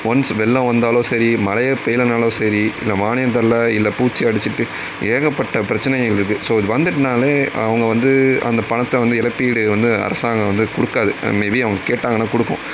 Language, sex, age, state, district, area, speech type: Tamil, male, 30-45, Tamil Nadu, Tiruvarur, rural, spontaneous